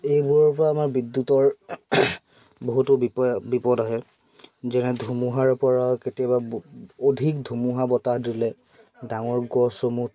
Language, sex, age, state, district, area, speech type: Assamese, male, 30-45, Assam, Charaideo, urban, spontaneous